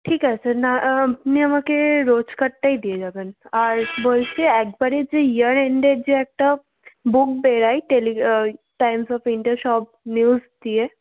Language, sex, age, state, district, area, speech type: Bengali, female, 18-30, West Bengal, Malda, rural, conversation